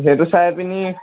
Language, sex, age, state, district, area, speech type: Assamese, male, 18-30, Assam, Lakhimpur, rural, conversation